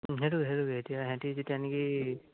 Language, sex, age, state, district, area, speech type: Assamese, male, 18-30, Assam, Charaideo, rural, conversation